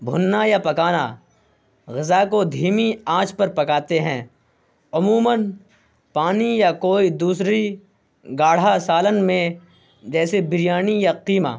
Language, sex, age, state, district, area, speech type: Urdu, male, 18-30, Bihar, Purnia, rural, spontaneous